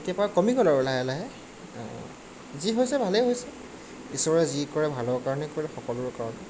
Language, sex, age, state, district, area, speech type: Assamese, male, 45-60, Assam, Morigaon, rural, spontaneous